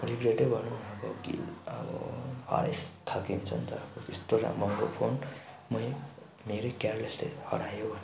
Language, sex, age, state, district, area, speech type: Nepali, male, 60+, West Bengal, Kalimpong, rural, spontaneous